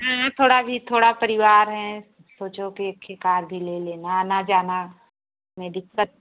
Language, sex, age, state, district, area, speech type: Hindi, female, 45-60, Uttar Pradesh, Prayagraj, rural, conversation